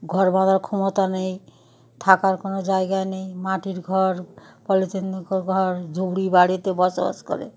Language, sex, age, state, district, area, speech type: Bengali, female, 60+, West Bengal, Darjeeling, rural, spontaneous